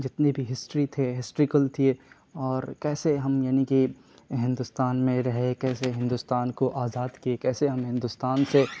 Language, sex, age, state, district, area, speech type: Urdu, male, 18-30, Bihar, Khagaria, rural, spontaneous